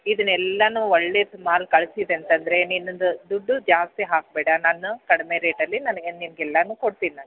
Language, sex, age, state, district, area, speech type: Kannada, female, 45-60, Karnataka, Bellary, rural, conversation